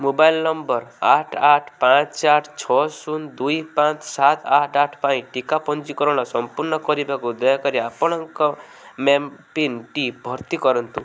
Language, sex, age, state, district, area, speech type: Odia, male, 18-30, Odisha, Balasore, rural, read